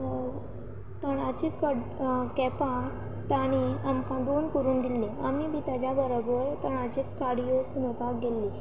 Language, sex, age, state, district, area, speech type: Goan Konkani, female, 18-30, Goa, Quepem, rural, spontaneous